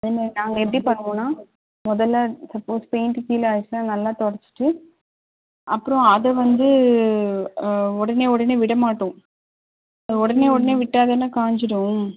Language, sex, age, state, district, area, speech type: Tamil, female, 45-60, Tamil Nadu, Kanchipuram, urban, conversation